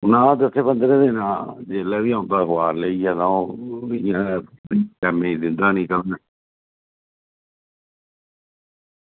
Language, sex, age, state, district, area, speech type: Dogri, male, 60+, Jammu and Kashmir, Reasi, rural, conversation